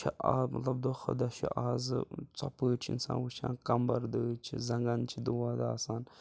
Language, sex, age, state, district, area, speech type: Kashmiri, male, 18-30, Jammu and Kashmir, Budgam, rural, spontaneous